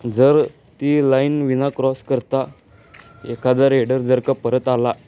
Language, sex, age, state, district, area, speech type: Marathi, male, 18-30, Maharashtra, Sangli, urban, spontaneous